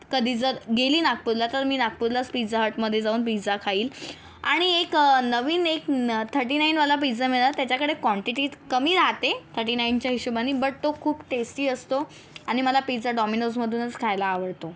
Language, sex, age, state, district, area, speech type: Marathi, female, 18-30, Maharashtra, Yavatmal, rural, spontaneous